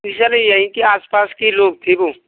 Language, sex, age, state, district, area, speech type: Hindi, male, 18-30, Rajasthan, Bharatpur, rural, conversation